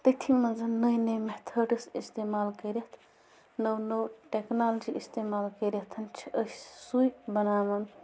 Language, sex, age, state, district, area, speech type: Kashmiri, female, 30-45, Jammu and Kashmir, Bandipora, rural, spontaneous